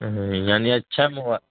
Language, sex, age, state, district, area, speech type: Urdu, male, 30-45, Uttar Pradesh, Ghaziabad, rural, conversation